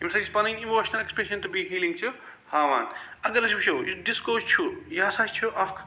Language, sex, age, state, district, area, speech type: Kashmiri, male, 45-60, Jammu and Kashmir, Srinagar, urban, spontaneous